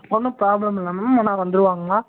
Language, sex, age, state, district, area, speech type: Tamil, male, 18-30, Tamil Nadu, Tirunelveli, rural, conversation